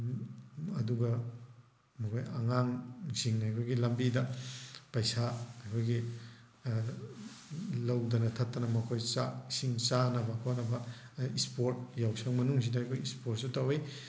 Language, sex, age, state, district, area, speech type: Manipuri, male, 30-45, Manipur, Thoubal, rural, spontaneous